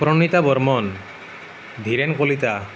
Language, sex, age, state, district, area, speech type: Assamese, male, 18-30, Assam, Nalbari, rural, spontaneous